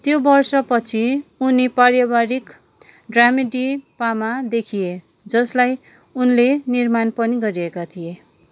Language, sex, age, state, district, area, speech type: Nepali, female, 30-45, West Bengal, Darjeeling, rural, read